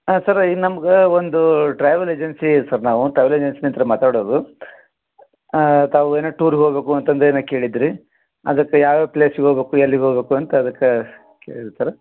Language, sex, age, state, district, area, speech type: Kannada, male, 30-45, Karnataka, Gadag, rural, conversation